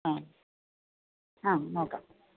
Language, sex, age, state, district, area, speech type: Malayalam, female, 45-60, Kerala, Idukki, rural, conversation